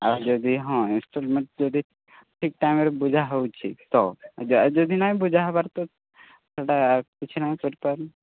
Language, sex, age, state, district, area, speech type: Odia, male, 18-30, Odisha, Subarnapur, urban, conversation